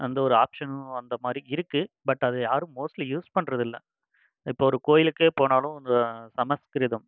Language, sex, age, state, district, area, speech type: Tamil, male, 30-45, Tamil Nadu, Coimbatore, rural, spontaneous